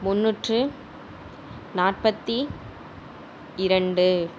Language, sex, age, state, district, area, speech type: Tamil, female, 18-30, Tamil Nadu, Mayiladuthurai, urban, spontaneous